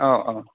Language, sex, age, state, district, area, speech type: Bodo, male, 45-60, Assam, Chirang, rural, conversation